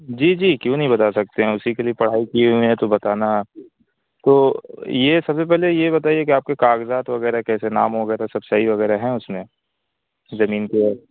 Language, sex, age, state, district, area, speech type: Urdu, male, 18-30, Uttar Pradesh, Azamgarh, rural, conversation